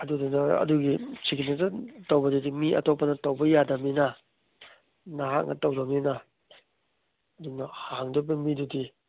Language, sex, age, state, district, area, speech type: Manipuri, male, 30-45, Manipur, Kangpokpi, urban, conversation